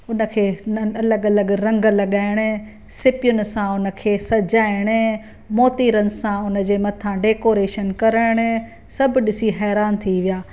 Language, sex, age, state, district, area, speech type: Sindhi, female, 45-60, Maharashtra, Thane, urban, spontaneous